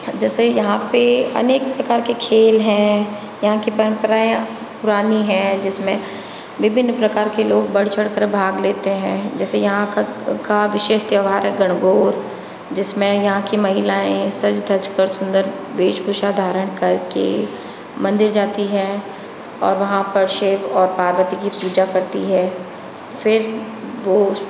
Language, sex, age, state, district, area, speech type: Hindi, female, 60+, Rajasthan, Jodhpur, urban, spontaneous